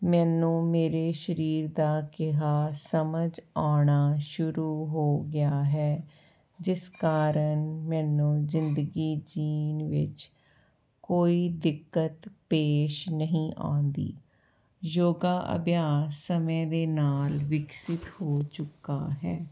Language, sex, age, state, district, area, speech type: Punjabi, female, 45-60, Punjab, Ludhiana, rural, spontaneous